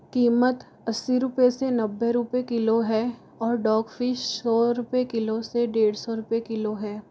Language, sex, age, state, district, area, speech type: Hindi, male, 60+, Rajasthan, Jaipur, urban, spontaneous